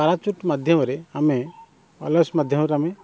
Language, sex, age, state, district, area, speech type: Odia, male, 30-45, Odisha, Kendrapara, urban, spontaneous